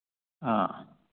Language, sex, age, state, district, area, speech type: Manipuri, male, 30-45, Manipur, Churachandpur, rural, conversation